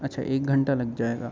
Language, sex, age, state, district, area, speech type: Urdu, male, 18-30, Uttar Pradesh, Aligarh, urban, spontaneous